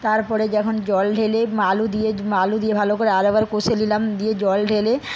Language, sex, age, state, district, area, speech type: Bengali, female, 30-45, West Bengal, Paschim Medinipur, rural, spontaneous